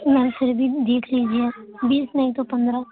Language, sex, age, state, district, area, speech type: Urdu, female, 18-30, Delhi, Central Delhi, urban, conversation